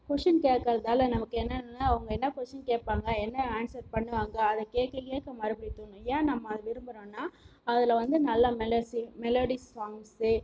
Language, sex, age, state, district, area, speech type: Tamil, female, 30-45, Tamil Nadu, Cuddalore, rural, spontaneous